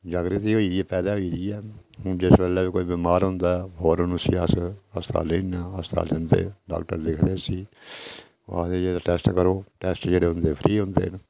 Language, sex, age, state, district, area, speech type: Dogri, male, 60+, Jammu and Kashmir, Udhampur, rural, spontaneous